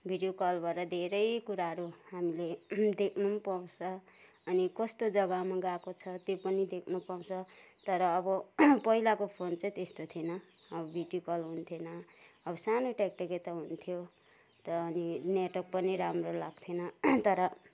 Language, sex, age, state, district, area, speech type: Nepali, female, 60+, West Bengal, Kalimpong, rural, spontaneous